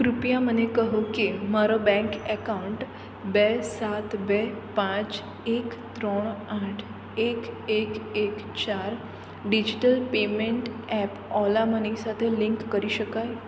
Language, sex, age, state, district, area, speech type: Gujarati, female, 18-30, Gujarat, Surat, urban, read